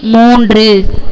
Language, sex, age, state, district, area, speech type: Tamil, female, 18-30, Tamil Nadu, Tiruvarur, rural, read